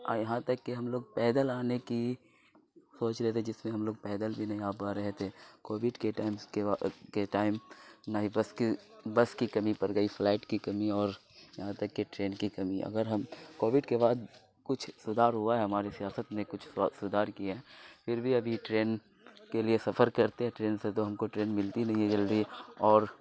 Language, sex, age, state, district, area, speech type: Urdu, male, 30-45, Bihar, Khagaria, rural, spontaneous